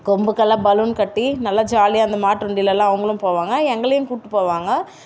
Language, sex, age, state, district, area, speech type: Tamil, female, 30-45, Tamil Nadu, Tiruvannamalai, urban, spontaneous